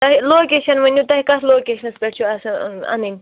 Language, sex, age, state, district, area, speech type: Kashmiri, female, 30-45, Jammu and Kashmir, Anantnag, rural, conversation